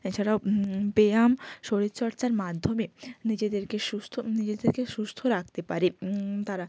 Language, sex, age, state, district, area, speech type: Bengali, female, 18-30, West Bengal, Hooghly, urban, spontaneous